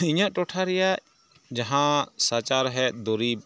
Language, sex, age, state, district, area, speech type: Santali, male, 45-60, West Bengal, Purulia, rural, spontaneous